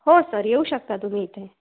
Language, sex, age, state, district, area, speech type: Marathi, female, 18-30, Maharashtra, Akola, rural, conversation